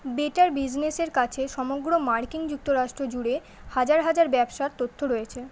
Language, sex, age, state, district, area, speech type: Bengali, female, 18-30, West Bengal, Kolkata, urban, read